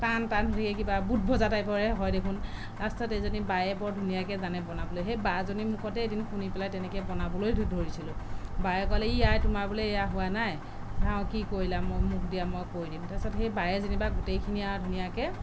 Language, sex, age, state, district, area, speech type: Assamese, female, 30-45, Assam, Sonitpur, rural, spontaneous